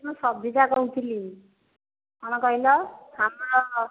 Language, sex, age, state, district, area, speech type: Odia, female, 30-45, Odisha, Dhenkanal, rural, conversation